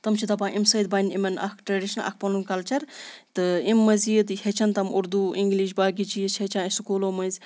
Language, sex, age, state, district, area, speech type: Kashmiri, female, 30-45, Jammu and Kashmir, Kupwara, urban, spontaneous